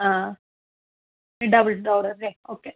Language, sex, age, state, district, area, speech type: Malayalam, female, 18-30, Kerala, Palakkad, rural, conversation